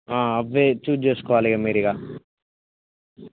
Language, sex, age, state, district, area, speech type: Telugu, male, 18-30, Telangana, Mancherial, rural, conversation